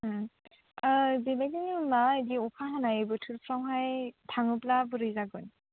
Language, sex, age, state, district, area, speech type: Bodo, female, 18-30, Assam, Chirang, rural, conversation